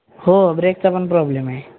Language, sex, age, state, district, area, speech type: Marathi, male, 18-30, Maharashtra, Osmanabad, rural, conversation